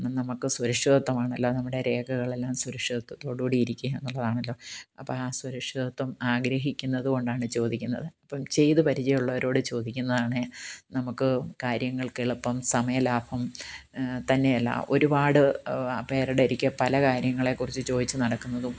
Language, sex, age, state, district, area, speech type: Malayalam, female, 45-60, Kerala, Kottayam, rural, spontaneous